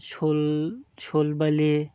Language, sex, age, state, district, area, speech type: Bengali, male, 30-45, West Bengal, Birbhum, urban, spontaneous